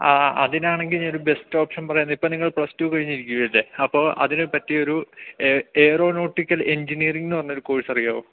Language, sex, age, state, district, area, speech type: Malayalam, male, 18-30, Kerala, Idukki, urban, conversation